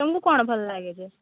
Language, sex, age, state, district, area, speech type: Odia, female, 18-30, Odisha, Nabarangpur, urban, conversation